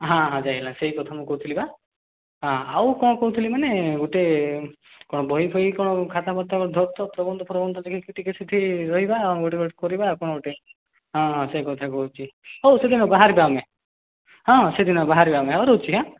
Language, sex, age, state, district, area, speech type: Odia, male, 30-45, Odisha, Koraput, urban, conversation